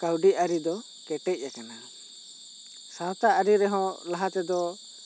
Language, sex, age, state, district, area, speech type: Santali, male, 18-30, West Bengal, Bankura, rural, spontaneous